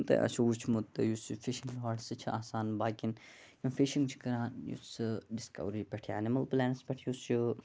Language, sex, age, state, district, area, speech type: Kashmiri, male, 18-30, Jammu and Kashmir, Bandipora, rural, spontaneous